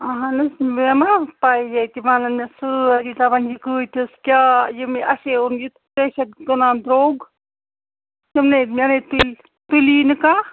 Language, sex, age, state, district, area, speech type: Kashmiri, female, 45-60, Jammu and Kashmir, Srinagar, urban, conversation